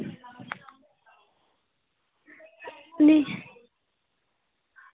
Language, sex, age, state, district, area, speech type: Dogri, female, 60+, Jammu and Kashmir, Reasi, rural, conversation